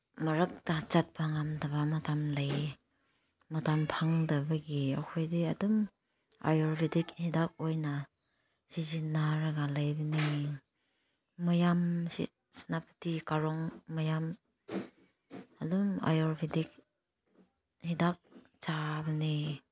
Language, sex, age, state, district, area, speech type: Manipuri, female, 30-45, Manipur, Senapati, rural, spontaneous